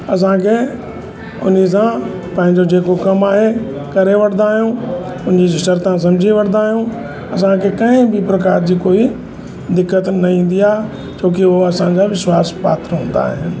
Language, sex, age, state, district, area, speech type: Sindhi, male, 60+, Uttar Pradesh, Lucknow, rural, spontaneous